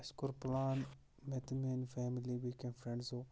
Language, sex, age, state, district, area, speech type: Kashmiri, male, 18-30, Jammu and Kashmir, Shopian, urban, spontaneous